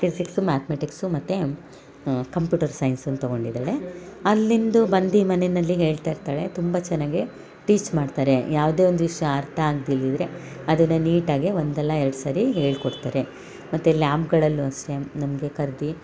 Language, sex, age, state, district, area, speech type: Kannada, female, 45-60, Karnataka, Hassan, urban, spontaneous